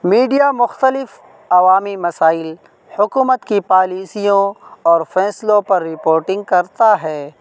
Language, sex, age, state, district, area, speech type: Urdu, male, 18-30, Uttar Pradesh, Saharanpur, urban, spontaneous